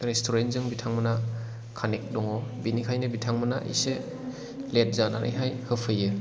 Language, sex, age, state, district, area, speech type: Bodo, male, 30-45, Assam, Chirang, urban, spontaneous